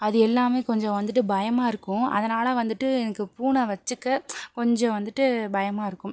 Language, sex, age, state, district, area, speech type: Tamil, female, 30-45, Tamil Nadu, Pudukkottai, rural, spontaneous